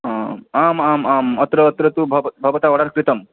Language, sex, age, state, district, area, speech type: Sanskrit, male, 18-30, West Bengal, Paschim Medinipur, rural, conversation